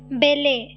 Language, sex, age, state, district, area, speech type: Kannada, female, 18-30, Karnataka, Shimoga, rural, read